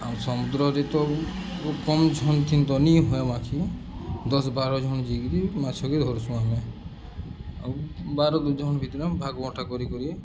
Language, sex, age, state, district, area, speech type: Odia, male, 18-30, Odisha, Balangir, urban, spontaneous